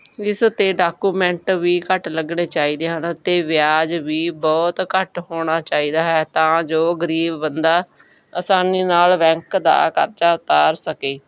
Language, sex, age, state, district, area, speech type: Punjabi, female, 45-60, Punjab, Bathinda, rural, spontaneous